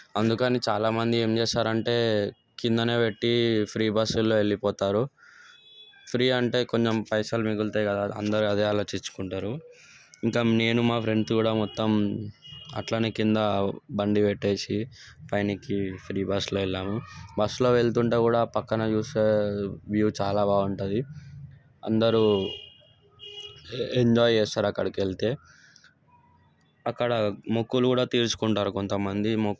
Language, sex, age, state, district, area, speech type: Telugu, male, 18-30, Telangana, Sangareddy, urban, spontaneous